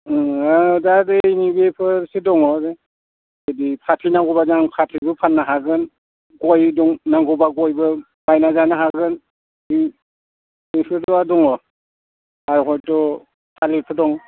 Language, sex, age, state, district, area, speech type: Bodo, male, 60+, Assam, Udalguri, rural, conversation